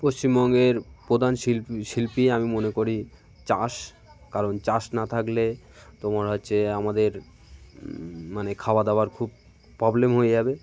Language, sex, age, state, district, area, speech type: Bengali, male, 30-45, West Bengal, Cooch Behar, urban, spontaneous